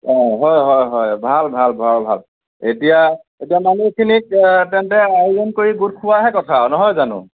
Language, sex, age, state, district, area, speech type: Assamese, male, 30-45, Assam, Nagaon, rural, conversation